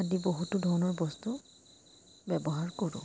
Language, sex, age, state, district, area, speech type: Assamese, female, 30-45, Assam, Charaideo, urban, spontaneous